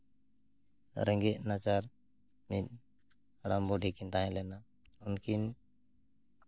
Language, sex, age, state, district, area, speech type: Santali, male, 30-45, West Bengal, Purulia, rural, spontaneous